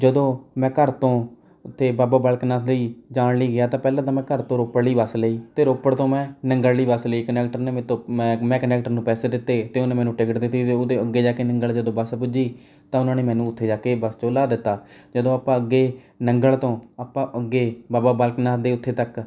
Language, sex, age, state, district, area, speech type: Punjabi, male, 18-30, Punjab, Rupnagar, rural, spontaneous